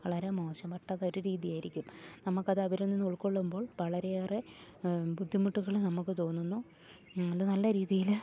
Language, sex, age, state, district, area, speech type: Malayalam, female, 30-45, Kerala, Idukki, rural, spontaneous